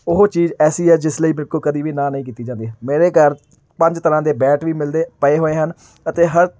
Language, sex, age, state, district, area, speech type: Punjabi, male, 18-30, Punjab, Amritsar, urban, spontaneous